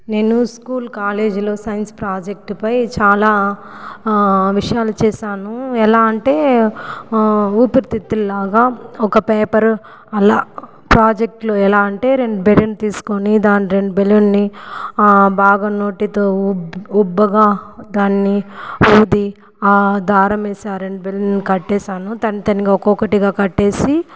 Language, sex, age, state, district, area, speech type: Telugu, female, 45-60, Andhra Pradesh, Sri Balaji, urban, spontaneous